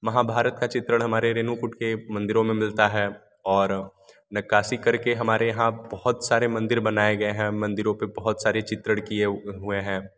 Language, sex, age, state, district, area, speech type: Hindi, male, 18-30, Uttar Pradesh, Varanasi, rural, spontaneous